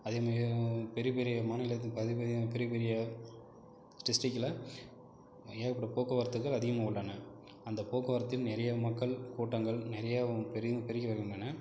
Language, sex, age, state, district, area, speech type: Tamil, male, 45-60, Tamil Nadu, Cuddalore, rural, spontaneous